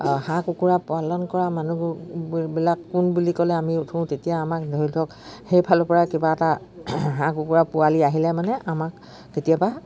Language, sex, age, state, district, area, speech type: Assamese, female, 60+, Assam, Dibrugarh, rural, spontaneous